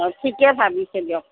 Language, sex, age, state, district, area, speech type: Assamese, female, 45-60, Assam, Kamrup Metropolitan, urban, conversation